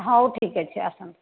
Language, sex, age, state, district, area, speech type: Odia, female, 30-45, Odisha, Bhadrak, rural, conversation